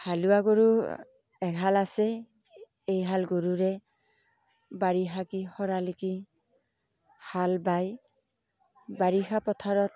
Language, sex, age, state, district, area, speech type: Assamese, female, 60+, Assam, Darrang, rural, spontaneous